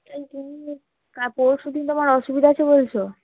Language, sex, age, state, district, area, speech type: Bengali, female, 18-30, West Bengal, Cooch Behar, urban, conversation